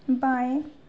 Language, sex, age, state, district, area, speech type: Hindi, female, 18-30, Madhya Pradesh, Chhindwara, urban, read